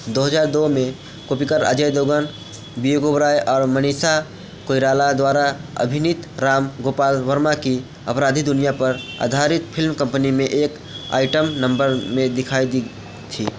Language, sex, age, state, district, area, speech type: Hindi, male, 18-30, Uttar Pradesh, Mirzapur, rural, read